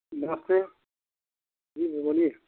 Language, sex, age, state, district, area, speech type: Hindi, male, 60+, Uttar Pradesh, Ayodhya, rural, conversation